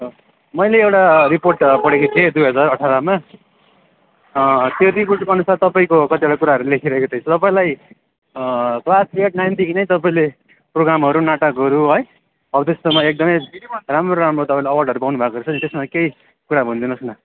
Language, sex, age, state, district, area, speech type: Nepali, male, 30-45, West Bengal, Darjeeling, rural, conversation